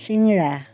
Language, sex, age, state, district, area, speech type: Assamese, female, 60+, Assam, Majuli, urban, spontaneous